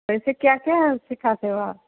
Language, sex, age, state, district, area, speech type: Hindi, female, 30-45, Madhya Pradesh, Seoni, urban, conversation